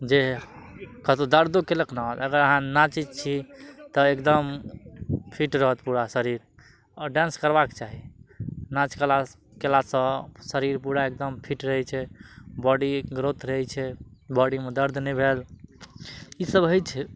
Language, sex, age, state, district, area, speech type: Maithili, male, 30-45, Bihar, Madhubani, rural, spontaneous